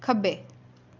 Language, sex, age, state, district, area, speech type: Dogri, female, 18-30, Jammu and Kashmir, Udhampur, rural, read